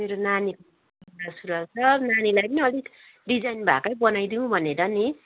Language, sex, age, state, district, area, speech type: Nepali, female, 45-60, West Bengal, Kalimpong, rural, conversation